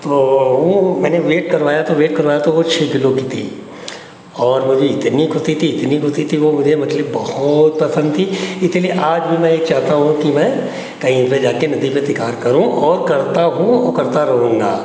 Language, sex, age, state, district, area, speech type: Hindi, male, 60+, Uttar Pradesh, Hardoi, rural, spontaneous